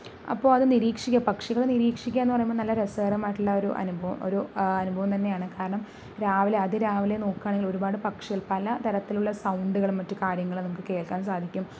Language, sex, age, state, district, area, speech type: Malayalam, female, 30-45, Kerala, Palakkad, urban, spontaneous